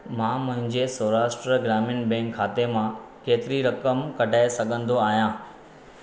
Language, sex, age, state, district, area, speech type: Sindhi, male, 30-45, Maharashtra, Thane, urban, read